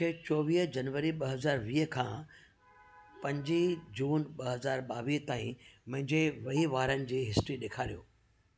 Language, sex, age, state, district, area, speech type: Sindhi, male, 45-60, Delhi, South Delhi, urban, read